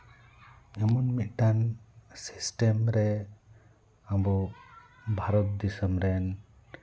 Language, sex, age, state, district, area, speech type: Santali, male, 30-45, West Bengal, Purba Bardhaman, rural, spontaneous